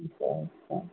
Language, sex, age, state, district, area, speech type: Assamese, female, 45-60, Assam, Tinsukia, rural, conversation